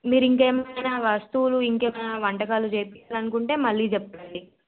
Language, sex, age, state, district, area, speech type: Telugu, female, 18-30, Telangana, Nirmal, urban, conversation